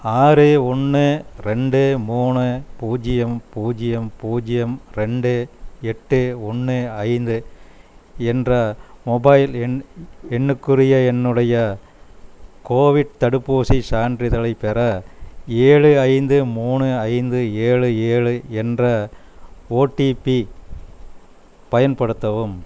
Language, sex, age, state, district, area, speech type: Tamil, male, 60+, Tamil Nadu, Coimbatore, rural, read